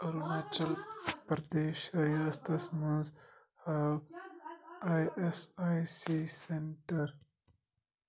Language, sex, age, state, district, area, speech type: Kashmiri, male, 18-30, Jammu and Kashmir, Bandipora, rural, read